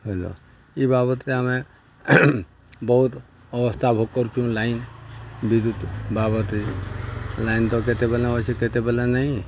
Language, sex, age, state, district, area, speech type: Odia, male, 60+, Odisha, Balangir, urban, spontaneous